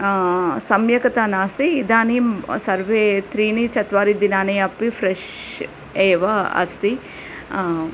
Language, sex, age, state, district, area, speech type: Sanskrit, female, 45-60, Karnataka, Mysore, urban, spontaneous